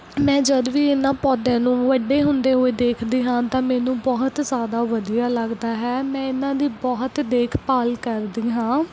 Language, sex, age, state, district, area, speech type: Punjabi, female, 18-30, Punjab, Mansa, rural, spontaneous